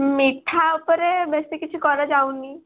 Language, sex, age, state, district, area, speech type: Odia, female, 18-30, Odisha, Kendujhar, urban, conversation